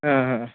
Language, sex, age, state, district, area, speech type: Kannada, male, 18-30, Karnataka, Bidar, urban, conversation